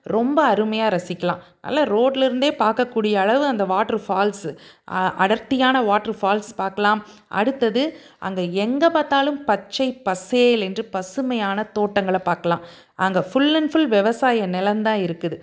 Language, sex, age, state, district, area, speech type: Tamil, female, 45-60, Tamil Nadu, Tiruppur, urban, spontaneous